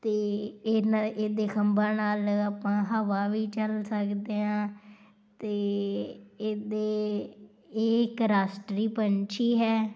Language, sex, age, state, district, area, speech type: Punjabi, female, 18-30, Punjab, Tarn Taran, rural, spontaneous